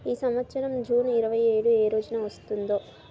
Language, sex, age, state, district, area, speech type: Telugu, female, 18-30, Telangana, Hyderabad, urban, read